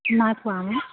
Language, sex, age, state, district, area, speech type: Assamese, female, 45-60, Assam, Sivasagar, rural, conversation